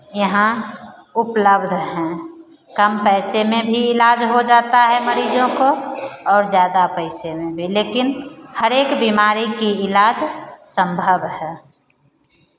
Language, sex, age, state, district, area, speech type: Hindi, female, 45-60, Bihar, Begusarai, rural, spontaneous